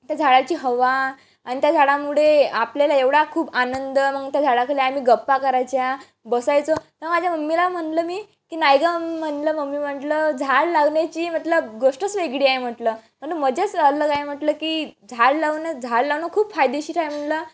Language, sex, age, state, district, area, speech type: Marathi, female, 18-30, Maharashtra, Wardha, rural, spontaneous